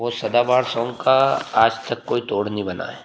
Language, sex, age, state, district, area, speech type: Hindi, male, 30-45, Madhya Pradesh, Ujjain, rural, spontaneous